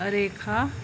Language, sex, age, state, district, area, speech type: Dogri, female, 30-45, Jammu and Kashmir, Reasi, rural, spontaneous